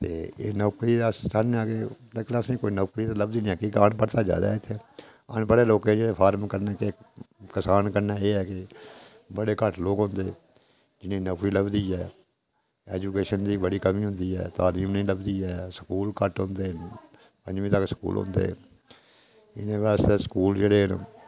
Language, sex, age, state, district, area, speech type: Dogri, male, 60+, Jammu and Kashmir, Udhampur, rural, spontaneous